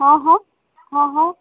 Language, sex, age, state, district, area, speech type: Gujarati, female, 30-45, Gujarat, Morbi, urban, conversation